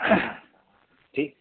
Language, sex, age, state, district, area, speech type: Assamese, male, 30-45, Assam, Dibrugarh, urban, conversation